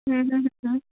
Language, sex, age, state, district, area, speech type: Sindhi, female, 18-30, Delhi, South Delhi, urban, conversation